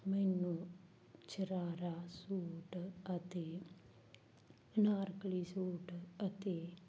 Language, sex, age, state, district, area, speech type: Punjabi, female, 18-30, Punjab, Fazilka, rural, spontaneous